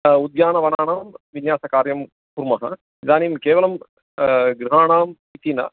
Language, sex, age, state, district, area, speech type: Sanskrit, male, 45-60, Karnataka, Bangalore Urban, urban, conversation